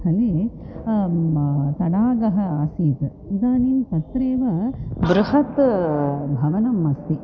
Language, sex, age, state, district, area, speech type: Sanskrit, female, 45-60, Tamil Nadu, Chennai, urban, spontaneous